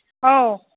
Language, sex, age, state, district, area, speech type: Manipuri, female, 60+, Manipur, Imphal East, rural, conversation